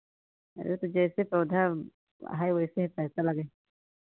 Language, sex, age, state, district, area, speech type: Hindi, female, 30-45, Uttar Pradesh, Pratapgarh, rural, conversation